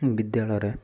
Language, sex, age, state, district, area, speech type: Odia, male, 18-30, Odisha, Kendujhar, urban, spontaneous